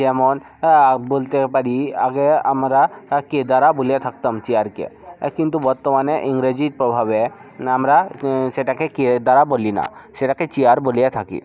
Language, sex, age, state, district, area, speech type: Bengali, male, 45-60, West Bengal, South 24 Parganas, rural, spontaneous